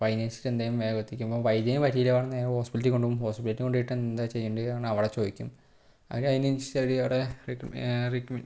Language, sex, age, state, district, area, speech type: Malayalam, male, 18-30, Kerala, Palakkad, rural, spontaneous